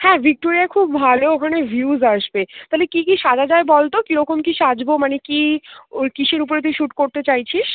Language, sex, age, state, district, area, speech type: Bengali, female, 30-45, West Bengal, Dakshin Dinajpur, urban, conversation